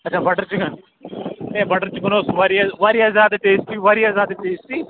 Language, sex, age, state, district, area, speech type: Kashmiri, male, 18-30, Jammu and Kashmir, Pulwama, urban, conversation